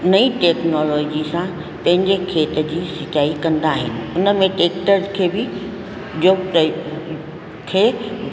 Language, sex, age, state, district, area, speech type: Sindhi, female, 60+, Rajasthan, Ajmer, urban, spontaneous